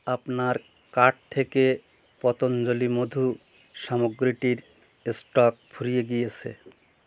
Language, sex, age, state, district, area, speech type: Bengali, male, 60+, West Bengal, Bankura, urban, read